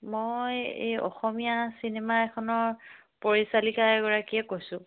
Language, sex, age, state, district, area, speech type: Assamese, female, 45-60, Assam, Dibrugarh, rural, conversation